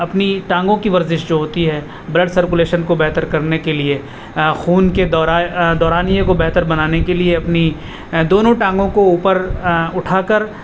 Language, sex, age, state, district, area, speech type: Urdu, male, 30-45, Uttar Pradesh, Aligarh, urban, spontaneous